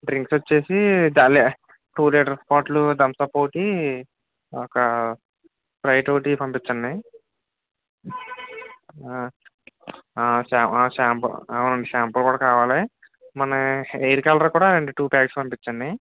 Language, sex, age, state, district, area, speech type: Telugu, male, 30-45, Andhra Pradesh, Kakinada, rural, conversation